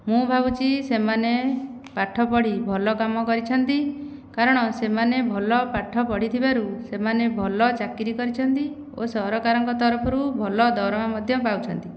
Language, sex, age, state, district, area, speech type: Odia, female, 30-45, Odisha, Dhenkanal, rural, spontaneous